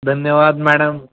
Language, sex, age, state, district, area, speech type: Marathi, male, 45-60, Maharashtra, Nanded, urban, conversation